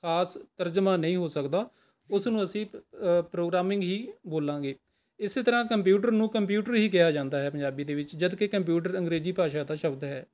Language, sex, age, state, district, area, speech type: Punjabi, male, 45-60, Punjab, Rupnagar, urban, spontaneous